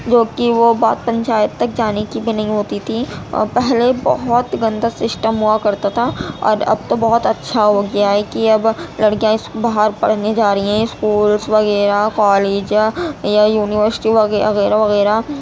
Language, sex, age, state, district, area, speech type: Urdu, female, 18-30, Uttar Pradesh, Gautam Buddha Nagar, rural, spontaneous